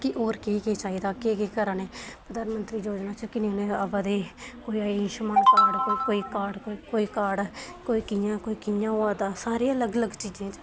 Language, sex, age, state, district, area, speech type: Dogri, female, 18-30, Jammu and Kashmir, Kathua, rural, spontaneous